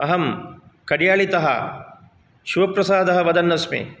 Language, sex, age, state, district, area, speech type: Sanskrit, male, 45-60, Karnataka, Udupi, urban, spontaneous